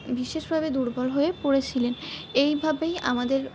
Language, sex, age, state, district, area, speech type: Bengali, female, 45-60, West Bengal, Purba Bardhaman, rural, spontaneous